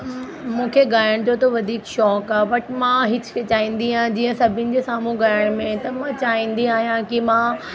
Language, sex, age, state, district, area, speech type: Sindhi, female, 30-45, Delhi, South Delhi, urban, spontaneous